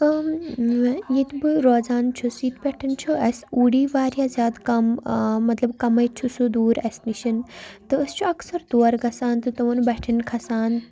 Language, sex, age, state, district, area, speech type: Kashmiri, female, 18-30, Jammu and Kashmir, Baramulla, rural, spontaneous